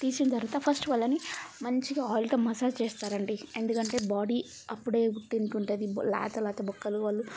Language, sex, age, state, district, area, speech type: Telugu, female, 18-30, Telangana, Mancherial, rural, spontaneous